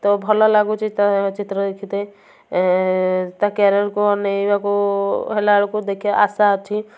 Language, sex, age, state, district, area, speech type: Odia, female, 30-45, Odisha, Kendujhar, urban, spontaneous